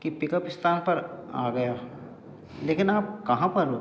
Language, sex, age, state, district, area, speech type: Hindi, male, 60+, Madhya Pradesh, Hoshangabad, rural, spontaneous